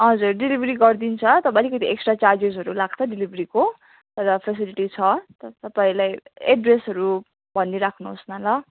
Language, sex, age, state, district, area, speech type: Nepali, female, 18-30, West Bengal, Jalpaiguri, urban, conversation